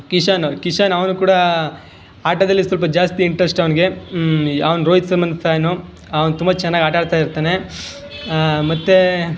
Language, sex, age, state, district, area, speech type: Kannada, male, 18-30, Karnataka, Chamarajanagar, rural, spontaneous